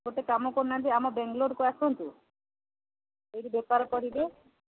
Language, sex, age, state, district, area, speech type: Odia, female, 45-60, Odisha, Sundergarh, rural, conversation